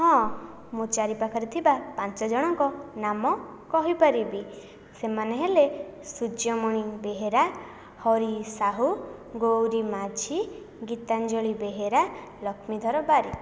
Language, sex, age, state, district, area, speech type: Odia, female, 18-30, Odisha, Jajpur, rural, spontaneous